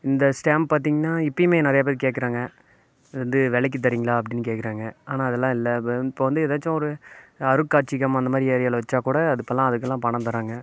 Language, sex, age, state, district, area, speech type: Tamil, male, 30-45, Tamil Nadu, Namakkal, rural, spontaneous